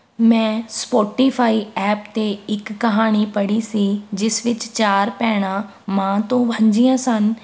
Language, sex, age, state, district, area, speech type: Punjabi, female, 18-30, Punjab, Rupnagar, urban, spontaneous